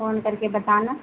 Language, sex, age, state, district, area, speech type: Hindi, female, 45-60, Uttar Pradesh, Ayodhya, rural, conversation